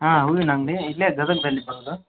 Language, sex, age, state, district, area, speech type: Kannada, male, 30-45, Karnataka, Gadag, rural, conversation